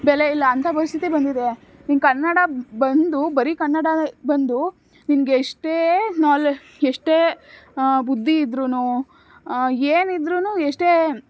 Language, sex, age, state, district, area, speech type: Kannada, female, 18-30, Karnataka, Tumkur, urban, spontaneous